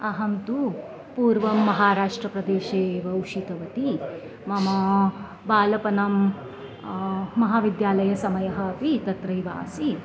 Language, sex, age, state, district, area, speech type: Sanskrit, female, 45-60, Maharashtra, Nashik, rural, spontaneous